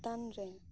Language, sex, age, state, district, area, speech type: Santali, female, 18-30, West Bengal, Birbhum, rural, read